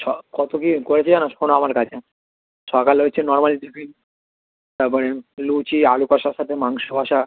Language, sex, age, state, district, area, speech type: Bengali, male, 18-30, West Bengal, South 24 Parganas, rural, conversation